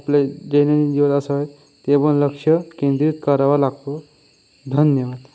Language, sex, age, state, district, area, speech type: Marathi, male, 18-30, Maharashtra, Sindhudurg, rural, spontaneous